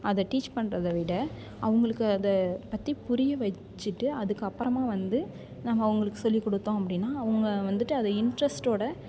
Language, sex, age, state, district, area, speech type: Tamil, female, 18-30, Tamil Nadu, Thanjavur, rural, spontaneous